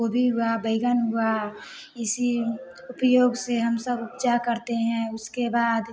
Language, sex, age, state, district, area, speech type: Hindi, female, 18-30, Bihar, Samastipur, rural, spontaneous